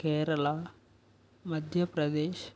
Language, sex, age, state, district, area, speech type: Telugu, male, 18-30, Andhra Pradesh, N T Rama Rao, urban, spontaneous